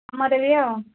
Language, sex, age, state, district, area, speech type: Odia, female, 60+, Odisha, Angul, rural, conversation